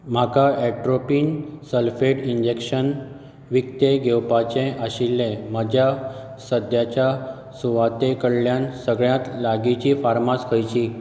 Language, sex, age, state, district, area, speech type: Goan Konkani, male, 30-45, Goa, Bardez, rural, read